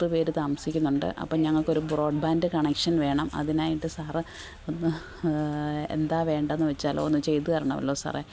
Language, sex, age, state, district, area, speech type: Malayalam, female, 45-60, Kerala, Pathanamthitta, rural, spontaneous